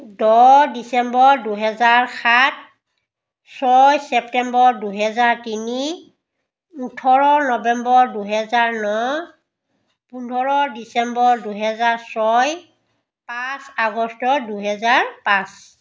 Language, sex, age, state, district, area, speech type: Assamese, female, 45-60, Assam, Biswanath, rural, spontaneous